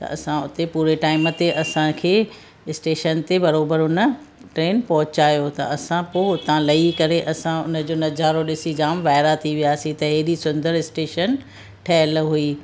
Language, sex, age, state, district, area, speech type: Sindhi, female, 45-60, Maharashtra, Thane, urban, spontaneous